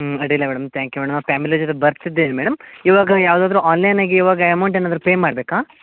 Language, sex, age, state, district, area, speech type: Kannada, male, 18-30, Karnataka, Uttara Kannada, rural, conversation